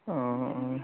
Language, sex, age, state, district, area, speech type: Assamese, male, 60+, Assam, Majuli, urban, conversation